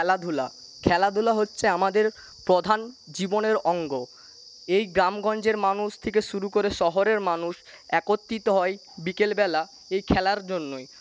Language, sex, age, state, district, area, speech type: Bengali, male, 18-30, West Bengal, Paschim Medinipur, rural, spontaneous